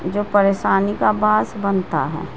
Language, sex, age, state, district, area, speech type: Urdu, female, 30-45, Bihar, Madhubani, rural, spontaneous